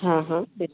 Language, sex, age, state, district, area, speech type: Hindi, female, 30-45, Madhya Pradesh, Jabalpur, urban, conversation